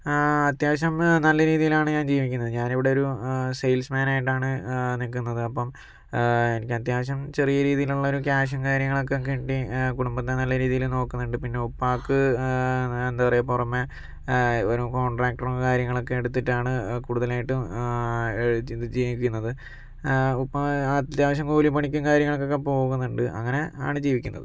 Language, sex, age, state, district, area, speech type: Malayalam, male, 45-60, Kerala, Kozhikode, urban, spontaneous